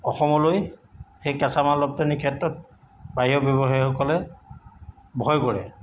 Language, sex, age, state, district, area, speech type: Assamese, male, 45-60, Assam, Jorhat, urban, spontaneous